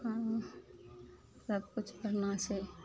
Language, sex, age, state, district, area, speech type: Maithili, female, 45-60, Bihar, Araria, rural, spontaneous